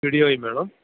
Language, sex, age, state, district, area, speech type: Malayalam, male, 30-45, Kerala, Thiruvananthapuram, rural, conversation